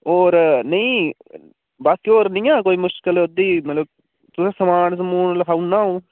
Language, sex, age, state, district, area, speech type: Dogri, male, 18-30, Jammu and Kashmir, Udhampur, rural, conversation